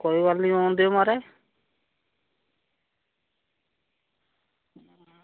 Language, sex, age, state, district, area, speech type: Dogri, male, 30-45, Jammu and Kashmir, Reasi, rural, conversation